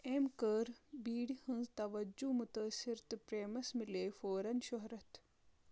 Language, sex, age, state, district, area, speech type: Kashmiri, female, 30-45, Jammu and Kashmir, Kulgam, rural, read